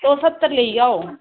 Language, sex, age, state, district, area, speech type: Dogri, female, 18-30, Jammu and Kashmir, Samba, rural, conversation